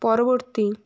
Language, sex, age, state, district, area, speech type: Bengali, female, 18-30, West Bengal, Jalpaiguri, rural, read